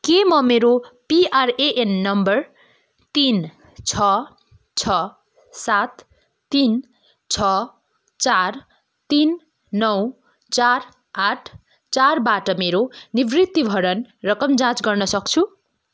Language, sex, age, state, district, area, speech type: Nepali, female, 30-45, West Bengal, Darjeeling, rural, read